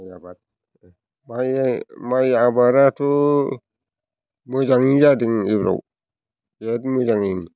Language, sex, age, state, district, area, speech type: Bodo, male, 60+, Assam, Chirang, rural, spontaneous